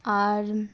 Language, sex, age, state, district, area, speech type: Bengali, female, 18-30, West Bengal, Darjeeling, urban, spontaneous